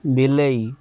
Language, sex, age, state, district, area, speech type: Odia, male, 30-45, Odisha, Kendrapara, urban, read